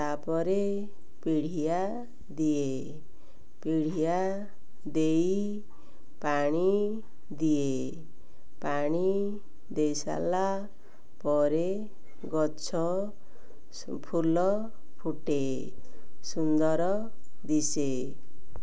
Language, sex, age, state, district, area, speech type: Odia, female, 45-60, Odisha, Ganjam, urban, spontaneous